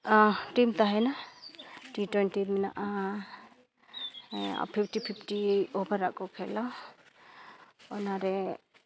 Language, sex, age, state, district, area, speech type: Santali, female, 30-45, Jharkhand, East Singhbhum, rural, spontaneous